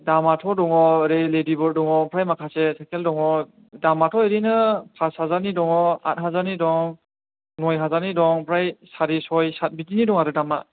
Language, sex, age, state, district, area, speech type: Bodo, female, 18-30, Assam, Chirang, rural, conversation